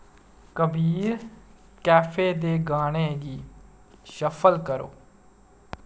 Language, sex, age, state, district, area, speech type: Dogri, male, 18-30, Jammu and Kashmir, Samba, rural, read